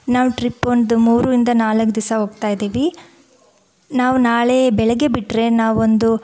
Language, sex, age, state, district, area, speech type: Kannada, female, 30-45, Karnataka, Bangalore Urban, rural, spontaneous